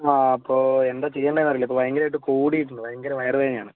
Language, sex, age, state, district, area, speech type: Malayalam, male, 18-30, Kerala, Kozhikode, urban, conversation